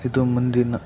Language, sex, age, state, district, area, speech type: Kannada, male, 30-45, Karnataka, Dakshina Kannada, rural, spontaneous